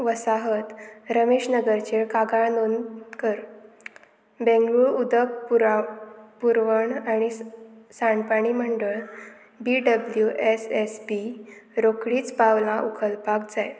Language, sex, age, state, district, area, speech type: Goan Konkani, female, 18-30, Goa, Murmgao, rural, read